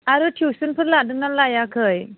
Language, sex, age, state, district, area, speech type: Bodo, female, 30-45, Assam, Chirang, rural, conversation